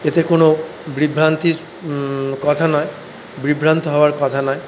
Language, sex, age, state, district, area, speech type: Bengali, male, 45-60, West Bengal, Paschim Bardhaman, urban, spontaneous